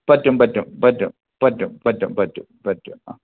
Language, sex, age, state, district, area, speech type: Malayalam, male, 45-60, Kerala, Pathanamthitta, rural, conversation